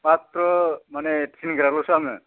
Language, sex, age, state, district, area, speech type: Bodo, male, 60+, Assam, Udalguri, rural, conversation